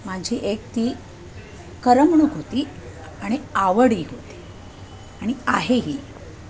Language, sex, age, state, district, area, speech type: Marathi, female, 60+, Maharashtra, Thane, urban, spontaneous